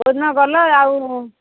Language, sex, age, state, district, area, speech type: Odia, female, 60+, Odisha, Jharsuguda, rural, conversation